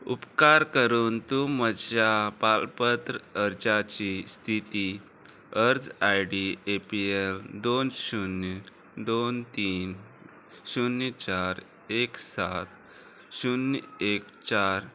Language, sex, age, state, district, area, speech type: Goan Konkani, male, 30-45, Goa, Murmgao, rural, read